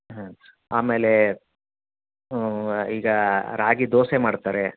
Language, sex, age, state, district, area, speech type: Kannada, male, 45-60, Karnataka, Davanagere, urban, conversation